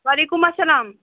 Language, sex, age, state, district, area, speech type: Kashmiri, female, 30-45, Jammu and Kashmir, Srinagar, urban, conversation